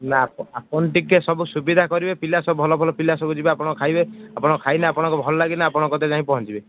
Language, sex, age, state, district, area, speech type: Odia, male, 30-45, Odisha, Kendujhar, urban, conversation